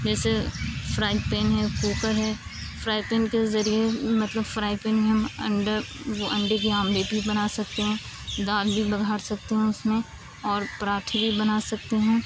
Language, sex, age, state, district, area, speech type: Urdu, female, 30-45, Uttar Pradesh, Aligarh, rural, spontaneous